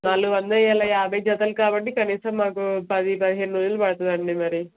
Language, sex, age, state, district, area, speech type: Telugu, female, 18-30, Telangana, Peddapalli, rural, conversation